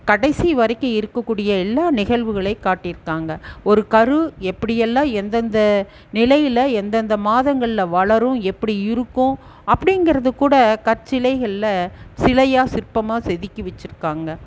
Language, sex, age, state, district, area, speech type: Tamil, female, 60+, Tamil Nadu, Erode, urban, spontaneous